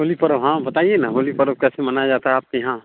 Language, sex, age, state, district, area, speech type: Hindi, male, 30-45, Bihar, Muzaffarpur, urban, conversation